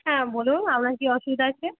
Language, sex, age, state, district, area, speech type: Bengali, female, 30-45, West Bengal, Darjeeling, rural, conversation